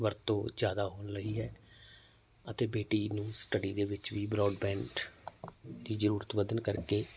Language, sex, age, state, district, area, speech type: Punjabi, male, 45-60, Punjab, Barnala, rural, spontaneous